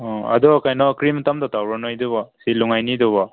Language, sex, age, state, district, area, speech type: Manipuri, male, 18-30, Manipur, Senapati, rural, conversation